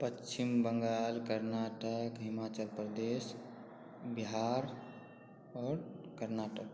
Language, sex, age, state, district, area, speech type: Hindi, male, 18-30, Bihar, Darbhanga, rural, spontaneous